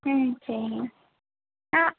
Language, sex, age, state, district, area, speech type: Tamil, female, 18-30, Tamil Nadu, Kallakurichi, rural, conversation